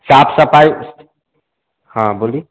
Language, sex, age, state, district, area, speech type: Hindi, male, 45-60, Bihar, Samastipur, urban, conversation